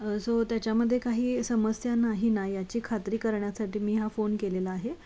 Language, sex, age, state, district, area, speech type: Marathi, female, 18-30, Maharashtra, Sangli, urban, spontaneous